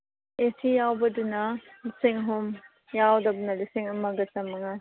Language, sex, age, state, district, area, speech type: Manipuri, female, 30-45, Manipur, Chandel, rural, conversation